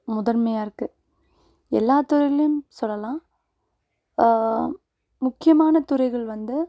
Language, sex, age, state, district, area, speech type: Tamil, female, 18-30, Tamil Nadu, Nilgiris, urban, spontaneous